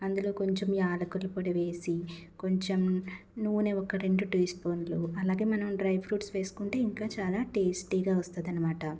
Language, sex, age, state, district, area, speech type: Telugu, female, 30-45, Andhra Pradesh, Palnadu, rural, spontaneous